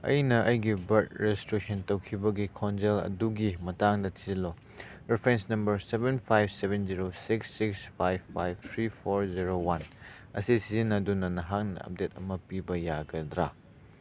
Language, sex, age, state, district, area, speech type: Manipuri, male, 18-30, Manipur, Churachandpur, rural, read